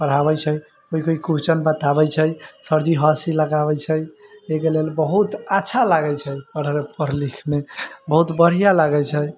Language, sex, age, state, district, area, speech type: Maithili, male, 18-30, Bihar, Sitamarhi, rural, spontaneous